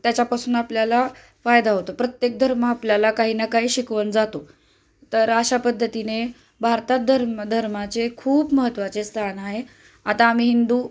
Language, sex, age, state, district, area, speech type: Marathi, female, 30-45, Maharashtra, Osmanabad, rural, spontaneous